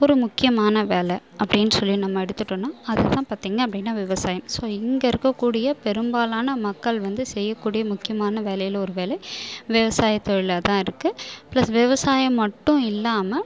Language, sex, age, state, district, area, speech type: Tamil, female, 30-45, Tamil Nadu, Viluppuram, rural, spontaneous